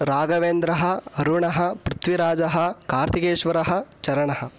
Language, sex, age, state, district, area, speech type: Sanskrit, male, 18-30, Karnataka, Hassan, rural, spontaneous